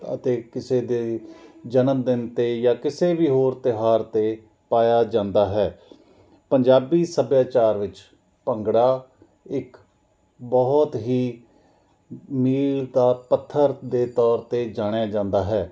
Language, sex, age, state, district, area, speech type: Punjabi, male, 45-60, Punjab, Jalandhar, urban, spontaneous